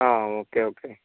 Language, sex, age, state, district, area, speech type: Malayalam, male, 60+, Kerala, Wayanad, rural, conversation